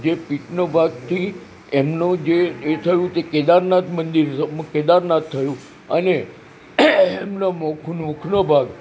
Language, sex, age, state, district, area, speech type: Gujarati, male, 60+, Gujarat, Narmada, urban, spontaneous